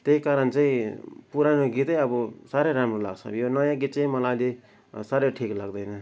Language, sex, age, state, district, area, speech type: Nepali, male, 45-60, West Bengal, Darjeeling, rural, spontaneous